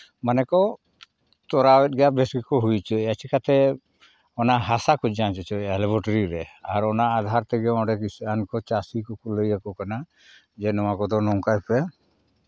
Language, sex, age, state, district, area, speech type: Santali, male, 45-60, Jharkhand, Seraikela Kharsawan, rural, spontaneous